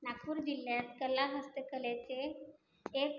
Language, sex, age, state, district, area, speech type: Marathi, female, 30-45, Maharashtra, Nagpur, urban, spontaneous